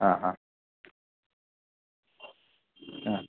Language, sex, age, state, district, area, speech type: Malayalam, male, 30-45, Kerala, Kasaragod, urban, conversation